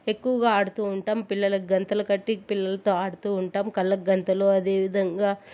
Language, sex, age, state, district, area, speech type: Telugu, female, 18-30, Andhra Pradesh, Sri Balaji, urban, spontaneous